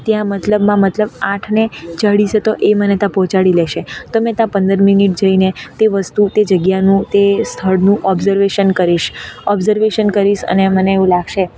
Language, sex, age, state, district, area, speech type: Gujarati, female, 18-30, Gujarat, Narmada, urban, spontaneous